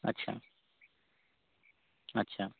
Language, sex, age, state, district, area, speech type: Bengali, male, 45-60, West Bengal, Hooghly, urban, conversation